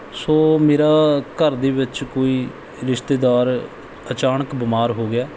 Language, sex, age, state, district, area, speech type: Punjabi, male, 30-45, Punjab, Bathinda, rural, spontaneous